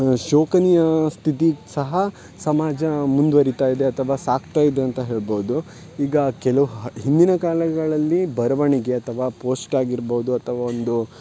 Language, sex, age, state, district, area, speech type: Kannada, male, 18-30, Karnataka, Uttara Kannada, rural, spontaneous